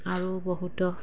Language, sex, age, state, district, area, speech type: Assamese, female, 30-45, Assam, Goalpara, urban, spontaneous